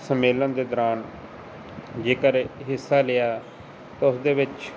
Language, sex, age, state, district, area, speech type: Punjabi, male, 30-45, Punjab, Fazilka, rural, spontaneous